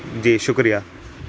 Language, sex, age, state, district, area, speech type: Urdu, male, 18-30, Uttar Pradesh, Ghaziabad, urban, spontaneous